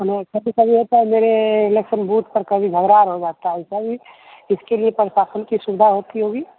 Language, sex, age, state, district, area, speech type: Hindi, male, 30-45, Bihar, Begusarai, rural, conversation